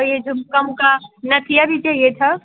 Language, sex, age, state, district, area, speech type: Hindi, female, 45-60, Uttar Pradesh, Azamgarh, rural, conversation